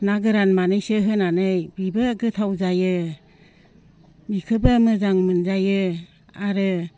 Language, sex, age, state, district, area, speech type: Bodo, female, 60+, Assam, Baksa, rural, spontaneous